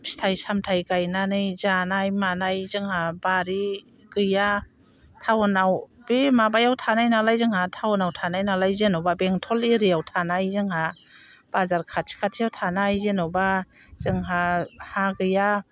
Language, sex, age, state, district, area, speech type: Bodo, female, 60+, Assam, Chirang, rural, spontaneous